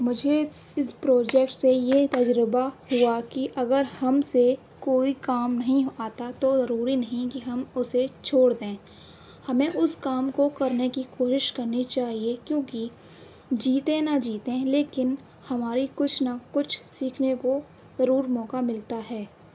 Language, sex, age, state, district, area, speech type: Urdu, female, 18-30, Uttar Pradesh, Aligarh, urban, spontaneous